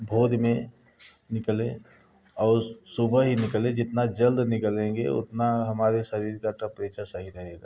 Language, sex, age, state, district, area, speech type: Hindi, male, 45-60, Uttar Pradesh, Prayagraj, rural, spontaneous